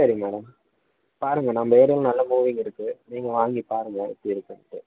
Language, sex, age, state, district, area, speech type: Tamil, male, 18-30, Tamil Nadu, Vellore, rural, conversation